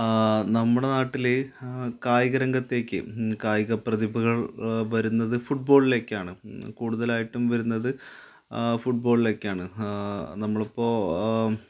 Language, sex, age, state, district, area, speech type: Malayalam, male, 30-45, Kerala, Malappuram, rural, spontaneous